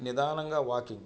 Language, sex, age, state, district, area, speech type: Telugu, male, 45-60, Andhra Pradesh, Bapatla, urban, spontaneous